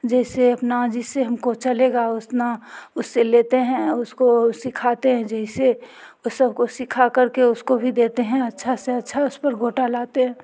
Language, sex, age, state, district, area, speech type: Hindi, female, 45-60, Bihar, Muzaffarpur, rural, spontaneous